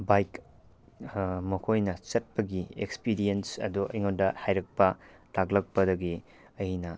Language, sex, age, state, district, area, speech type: Manipuri, male, 18-30, Manipur, Tengnoupal, rural, spontaneous